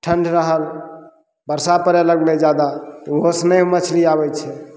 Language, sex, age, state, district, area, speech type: Maithili, male, 45-60, Bihar, Begusarai, rural, spontaneous